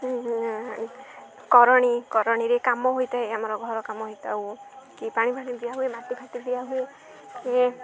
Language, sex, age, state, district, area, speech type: Odia, female, 18-30, Odisha, Jagatsinghpur, rural, spontaneous